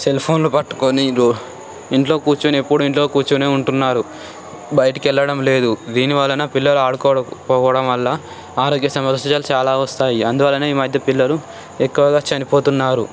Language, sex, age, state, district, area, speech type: Telugu, male, 18-30, Telangana, Ranga Reddy, urban, spontaneous